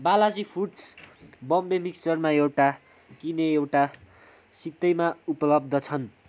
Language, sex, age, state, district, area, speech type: Nepali, male, 18-30, West Bengal, Kalimpong, rural, read